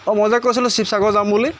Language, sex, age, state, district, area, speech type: Assamese, male, 30-45, Assam, Jorhat, urban, spontaneous